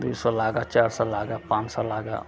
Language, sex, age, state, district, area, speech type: Maithili, male, 45-60, Bihar, Madhepura, rural, spontaneous